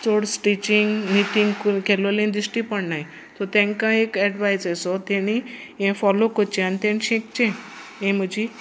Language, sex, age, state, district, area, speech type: Goan Konkani, female, 60+, Goa, Sanguem, rural, spontaneous